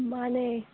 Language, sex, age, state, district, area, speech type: Manipuri, female, 18-30, Manipur, Tengnoupal, urban, conversation